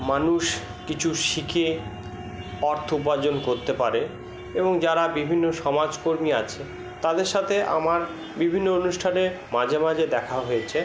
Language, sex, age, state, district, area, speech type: Bengali, male, 60+, West Bengal, Purba Bardhaman, rural, spontaneous